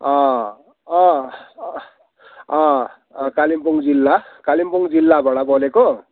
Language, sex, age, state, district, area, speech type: Nepali, male, 60+, West Bengal, Kalimpong, rural, conversation